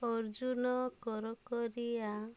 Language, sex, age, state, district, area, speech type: Odia, female, 30-45, Odisha, Rayagada, rural, spontaneous